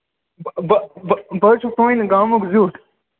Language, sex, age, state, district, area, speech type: Kashmiri, male, 18-30, Jammu and Kashmir, Ganderbal, rural, conversation